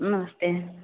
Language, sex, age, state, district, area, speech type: Maithili, female, 30-45, Bihar, Begusarai, rural, conversation